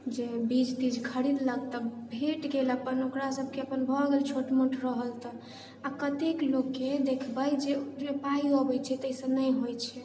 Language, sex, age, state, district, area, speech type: Maithili, female, 18-30, Bihar, Sitamarhi, urban, spontaneous